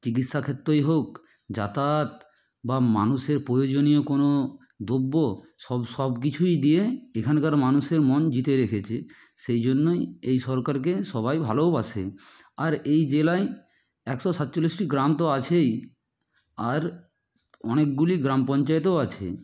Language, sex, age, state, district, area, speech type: Bengali, male, 18-30, West Bengal, Nadia, rural, spontaneous